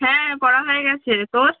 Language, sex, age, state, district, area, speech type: Bengali, female, 18-30, West Bengal, Jalpaiguri, rural, conversation